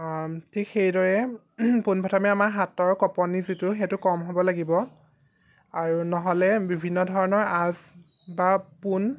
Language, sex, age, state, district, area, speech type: Assamese, male, 18-30, Assam, Jorhat, urban, spontaneous